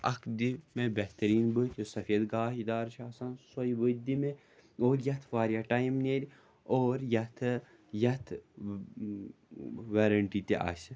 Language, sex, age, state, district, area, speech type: Kashmiri, male, 30-45, Jammu and Kashmir, Srinagar, urban, spontaneous